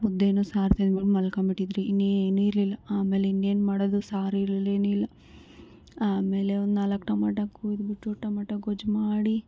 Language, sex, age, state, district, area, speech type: Kannada, female, 18-30, Karnataka, Bangalore Rural, rural, spontaneous